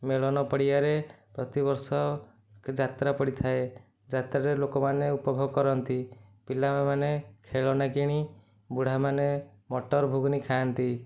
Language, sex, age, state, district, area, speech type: Odia, male, 18-30, Odisha, Nayagarh, rural, spontaneous